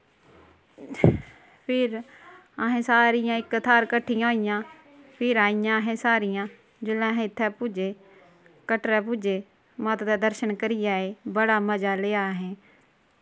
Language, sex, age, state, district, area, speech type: Dogri, female, 30-45, Jammu and Kashmir, Kathua, rural, spontaneous